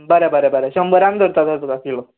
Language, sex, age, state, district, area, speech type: Goan Konkani, male, 18-30, Goa, Canacona, rural, conversation